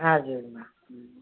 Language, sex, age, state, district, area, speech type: Tamil, male, 45-60, Tamil Nadu, Namakkal, rural, conversation